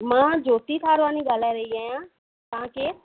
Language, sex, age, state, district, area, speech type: Sindhi, female, 30-45, Rajasthan, Ajmer, urban, conversation